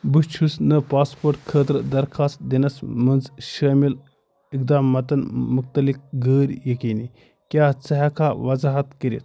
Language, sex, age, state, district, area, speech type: Kashmiri, male, 18-30, Jammu and Kashmir, Ganderbal, rural, read